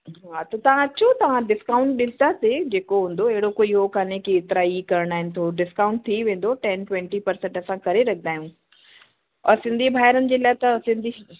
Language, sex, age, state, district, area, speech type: Sindhi, female, 45-60, Uttar Pradesh, Lucknow, urban, conversation